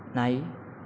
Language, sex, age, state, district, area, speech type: Marathi, male, 30-45, Maharashtra, Ratnagiri, urban, read